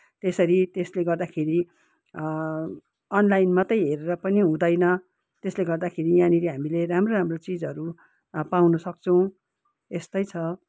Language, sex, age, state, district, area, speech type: Nepali, female, 45-60, West Bengal, Kalimpong, rural, spontaneous